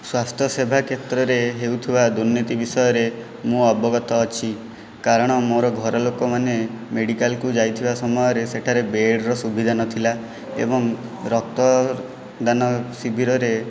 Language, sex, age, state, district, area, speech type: Odia, male, 18-30, Odisha, Jajpur, rural, spontaneous